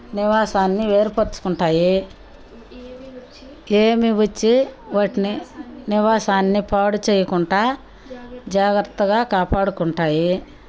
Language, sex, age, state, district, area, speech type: Telugu, female, 60+, Andhra Pradesh, Nellore, rural, spontaneous